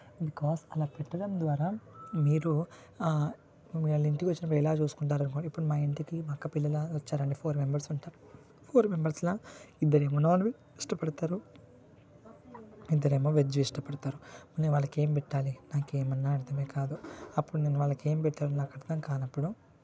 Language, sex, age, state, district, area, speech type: Telugu, male, 18-30, Telangana, Nalgonda, rural, spontaneous